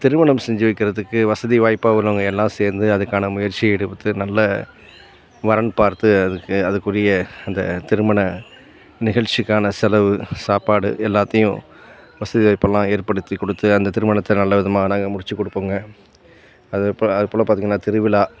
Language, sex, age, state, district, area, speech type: Tamil, male, 60+, Tamil Nadu, Nagapattinam, rural, spontaneous